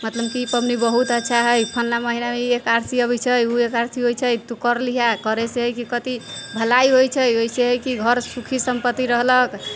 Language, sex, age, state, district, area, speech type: Maithili, female, 45-60, Bihar, Sitamarhi, rural, spontaneous